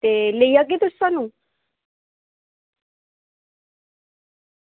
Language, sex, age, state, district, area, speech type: Dogri, female, 18-30, Jammu and Kashmir, Samba, rural, conversation